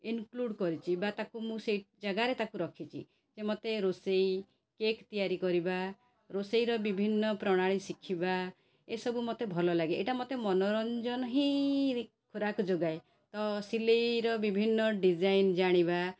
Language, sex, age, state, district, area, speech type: Odia, female, 45-60, Odisha, Cuttack, urban, spontaneous